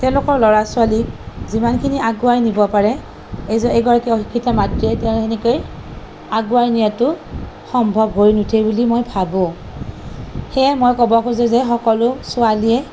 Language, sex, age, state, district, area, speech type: Assamese, female, 30-45, Assam, Nalbari, rural, spontaneous